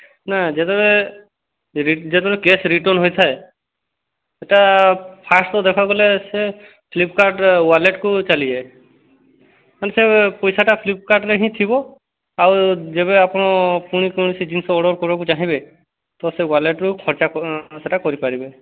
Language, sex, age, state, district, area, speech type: Odia, male, 18-30, Odisha, Subarnapur, urban, conversation